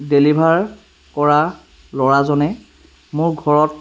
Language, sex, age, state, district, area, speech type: Assamese, male, 30-45, Assam, Sivasagar, urban, spontaneous